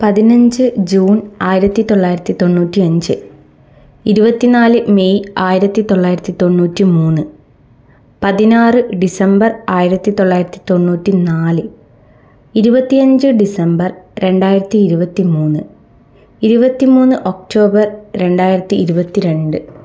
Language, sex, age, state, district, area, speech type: Malayalam, female, 18-30, Kerala, Kannur, rural, spontaneous